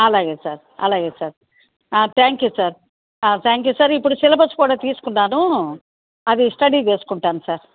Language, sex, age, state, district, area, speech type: Telugu, female, 60+, Andhra Pradesh, Nellore, urban, conversation